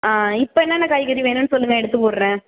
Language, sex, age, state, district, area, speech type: Tamil, female, 18-30, Tamil Nadu, Tiruvarur, rural, conversation